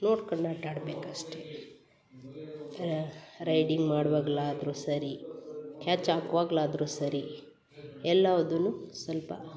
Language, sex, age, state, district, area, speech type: Kannada, female, 45-60, Karnataka, Hassan, urban, spontaneous